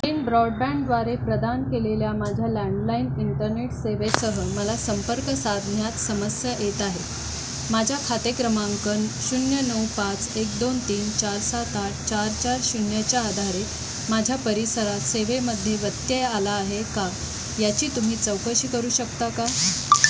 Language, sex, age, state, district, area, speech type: Marathi, female, 45-60, Maharashtra, Thane, rural, read